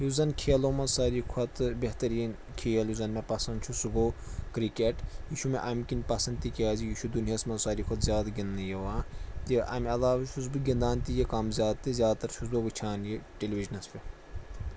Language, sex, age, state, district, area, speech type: Kashmiri, male, 18-30, Jammu and Kashmir, Srinagar, urban, spontaneous